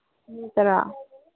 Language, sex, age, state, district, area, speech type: Manipuri, female, 18-30, Manipur, Kangpokpi, urban, conversation